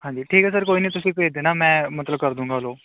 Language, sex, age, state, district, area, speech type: Punjabi, male, 18-30, Punjab, Kapurthala, urban, conversation